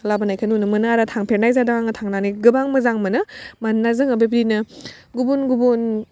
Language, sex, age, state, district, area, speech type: Bodo, female, 30-45, Assam, Udalguri, urban, spontaneous